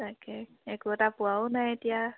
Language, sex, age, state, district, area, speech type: Assamese, female, 18-30, Assam, Dibrugarh, rural, conversation